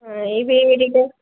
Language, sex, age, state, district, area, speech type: Telugu, female, 30-45, Telangana, Jangaon, rural, conversation